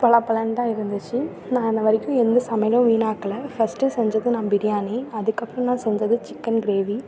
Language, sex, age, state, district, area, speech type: Tamil, female, 30-45, Tamil Nadu, Thanjavur, urban, spontaneous